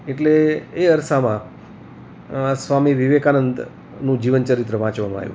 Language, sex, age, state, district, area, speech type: Gujarati, male, 60+, Gujarat, Rajkot, urban, spontaneous